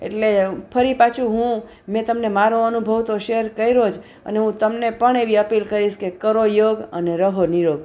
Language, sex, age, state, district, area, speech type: Gujarati, female, 45-60, Gujarat, Junagadh, urban, spontaneous